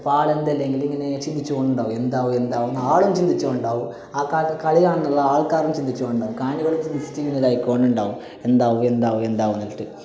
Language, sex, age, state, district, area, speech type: Malayalam, male, 18-30, Kerala, Kasaragod, urban, spontaneous